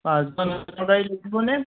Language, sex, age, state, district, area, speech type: Assamese, male, 45-60, Assam, Morigaon, rural, conversation